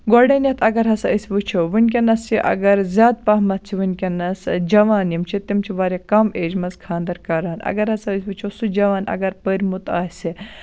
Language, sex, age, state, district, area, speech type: Kashmiri, female, 18-30, Jammu and Kashmir, Baramulla, rural, spontaneous